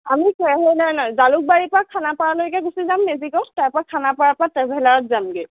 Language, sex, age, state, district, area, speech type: Assamese, female, 60+, Assam, Nagaon, rural, conversation